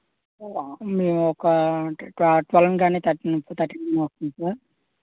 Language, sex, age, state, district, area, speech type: Telugu, male, 45-60, Andhra Pradesh, Vizianagaram, rural, conversation